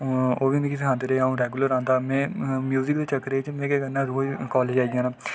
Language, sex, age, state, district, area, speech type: Dogri, male, 18-30, Jammu and Kashmir, Udhampur, rural, spontaneous